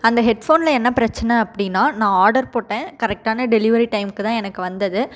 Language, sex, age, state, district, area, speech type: Tamil, female, 18-30, Tamil Nadu, Salem, rural, spontaneous